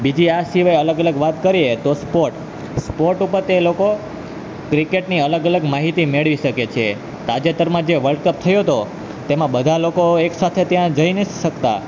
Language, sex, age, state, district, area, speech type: Gujarati, male, 18-30, Gujarat, Junagadh, rural, spontaneous